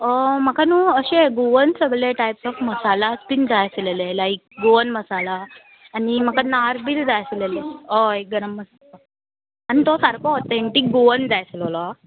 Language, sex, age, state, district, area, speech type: Goan Konkani, female, 18-30, Goa, Murmgao, urban, conversation